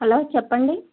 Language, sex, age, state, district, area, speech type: Telugu, female, 30-45, Telangana, Bhadradri Kothagudem, urban, conversation